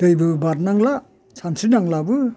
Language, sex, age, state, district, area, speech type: Bodo, male, 60+, Assam, Chirang, rural, spontaneous